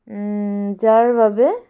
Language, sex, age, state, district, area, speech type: Assamese, female, 18-30, Assam, Dibrugarh, rural, spontaneous